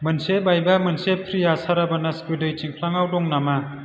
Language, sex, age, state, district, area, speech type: Bodo, male, 30-45, Assam, Chirang, urban, read